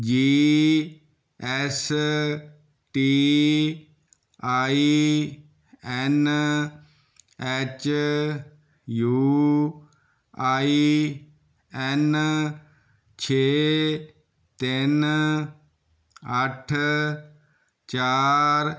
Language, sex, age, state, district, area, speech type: Punjabi, male, 60+, Punjab, Fazilka, rural, read